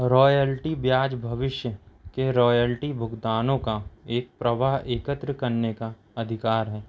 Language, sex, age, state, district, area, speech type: Hindi, male, 30-45, Madhya Pradesh, Seoni, urban, read